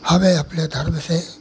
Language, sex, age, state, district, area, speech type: Hindi, male, 60+, Uttar Pradesh, Pratapgarh, rural, spontaneous